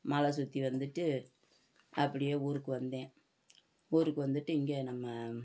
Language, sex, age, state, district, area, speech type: Tamil, female, 60+, Tamil Nadu, Madurai, urban, spontaneous